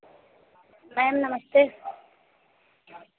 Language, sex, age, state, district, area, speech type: Hindi, female, 30-45, Uttar Pradesh, Azamgarh, rural, conversation